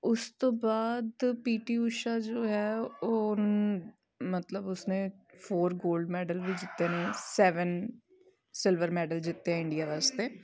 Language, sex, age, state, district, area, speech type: Punjabi, female, 30-45, Punjab, Amritsar, urban, spontaneous